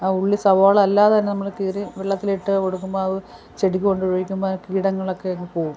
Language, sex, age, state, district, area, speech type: Malayalam, female, 45-60, Kerala, Kollam, rural, spontaneous